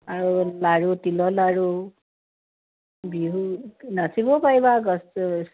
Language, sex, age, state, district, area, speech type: Assamese, female, 45-60, Assam, Dibrugarh, rural, conversation